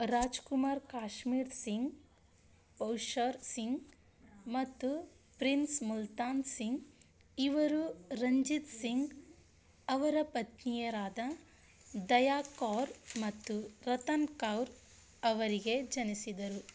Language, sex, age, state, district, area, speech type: Kannada, female, 30-45, Karnataka, Bidar, rural, read